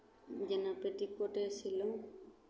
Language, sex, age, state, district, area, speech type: Maithili, female, 18-30, Bihar, Begusarai, rural, spontaneous